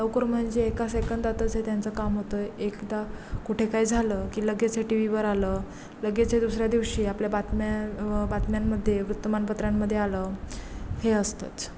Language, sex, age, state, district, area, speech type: Marathi, female, 18-30, Maharashtra, Ratnagiri, rural, spontaneous